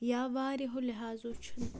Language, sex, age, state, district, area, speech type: Kashmiri, female, 30-45, Jammu and Kashmir, Budgam, rural, spontaneous